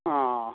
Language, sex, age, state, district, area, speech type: Assamese, male, 45-60, Assam, Barpeta, rural, conversation